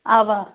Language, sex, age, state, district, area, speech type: Kashmiri, female, 30-45, Jammu and Kashmir, Anantnag, rural, conversation